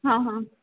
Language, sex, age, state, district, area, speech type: Marathi, female, 30-45, Maharashtra, Pune, urban, conversation